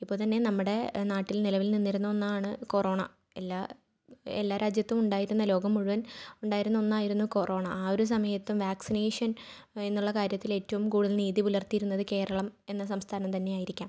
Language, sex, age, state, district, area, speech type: Malayalam, female, 18-30, Kerala, Thrissur, urban, spontaneous